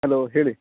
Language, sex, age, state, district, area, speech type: Kannada, male, 18-30, Karnataka, Uttara Kannada, rural, conversation